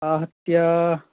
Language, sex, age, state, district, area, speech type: Sanskrit, male, 45-60, Karnataka, Bangalore Urban, urban, conversation